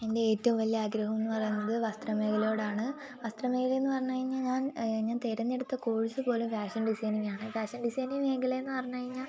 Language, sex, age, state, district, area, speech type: Malayalam, female, 18-30, Kerala, Kollam, rural, spontaneous